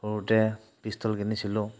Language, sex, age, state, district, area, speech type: Assamese, male, 45-60, Assam, Nagaon, rural, spontaneous